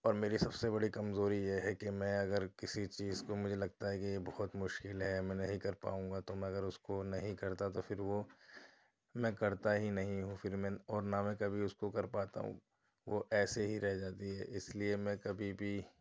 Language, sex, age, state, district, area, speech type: Urdu, male, 30-45, Delhi, Central Delhi, urban, spontaneous